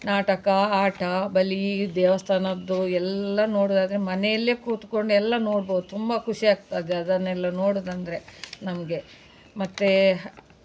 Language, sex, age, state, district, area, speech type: Kannada, female, 60+, Karnataka, Udupi, rural, spontaneous